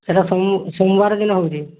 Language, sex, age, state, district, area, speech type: Odia, male, 60+, Odisha, Mayurbhanj, rural, conversation